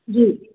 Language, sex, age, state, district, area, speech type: Sindhi, female, 30-45, Maharashtra, Thane, urban, conversation